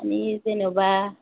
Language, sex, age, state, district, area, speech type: Bodo, female, 30-45, Assam, Kokrajhar, rural, conversation